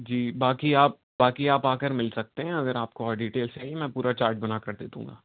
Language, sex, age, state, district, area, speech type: Urdu, male, 18-30, Uttar Pradesh, Rampur, urban, conversation